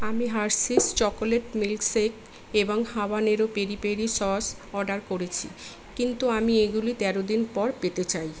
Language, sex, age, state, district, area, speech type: Bengali, female, 60+, West Bengal, Kolkata, urban, read